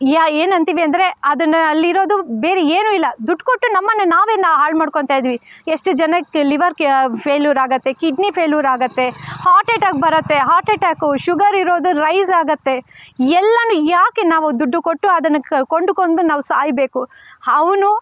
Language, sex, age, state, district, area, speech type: Kannada, female, 30-45, Karnataka, Bangalore Rural, rural, spontaneous